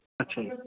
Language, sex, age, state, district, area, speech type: Punjabi, male, 30-45, Punjab, Mansa, urban, conversation